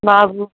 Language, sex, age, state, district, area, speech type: Telugu, female, 45-60, Andhra Pradesh, Eluru, rural, conversation